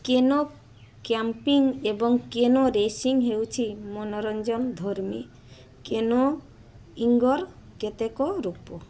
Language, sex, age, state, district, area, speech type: Odia, female, 30-45, Odisha, Mayurbhanj, rural, read